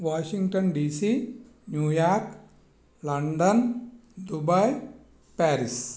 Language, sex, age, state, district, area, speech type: Telugu, male, 45-60, Andhra Pradesh, Visakhapatnam, rural, spontaneous